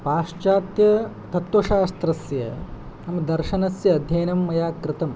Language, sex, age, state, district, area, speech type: Sanskrit, male, 18-30, Odisha, Angul, rural, spontaneous